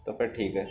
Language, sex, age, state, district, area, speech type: Urdu, male, 18-30, Uttar Pradesh, Shahjahanpur, urban, spontaneous